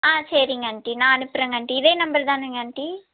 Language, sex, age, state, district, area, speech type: Tamil, female, 18-30, Tamil Nadu, Erode, rural, conversation